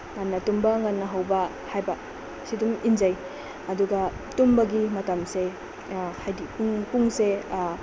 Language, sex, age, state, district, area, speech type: Manipuri, female, 18-30, Manipur, Bishnupur, rural, spontaneous